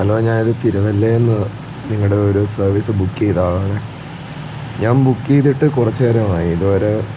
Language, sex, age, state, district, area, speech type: Malayalam, male, 18-30, Kerala, Kottayam, rural, spontaneous